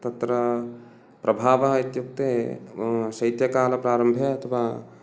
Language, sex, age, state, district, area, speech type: Sanskrit, male, 30-45, Karnataka, Uttara Kannada, rural, spontaneous